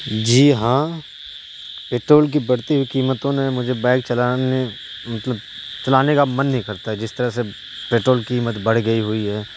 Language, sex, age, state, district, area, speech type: Urdu, male, 30-45, Bihar, Supaul, urban, spontaneous